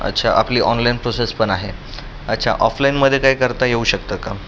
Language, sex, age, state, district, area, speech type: Marathi, male, 30-45, Maharashtra, Pune, urban, spontaneous